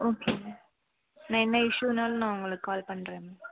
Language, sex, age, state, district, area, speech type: Tamil, female, 18-30, Tamil Nadu, Madurai, urban, conversation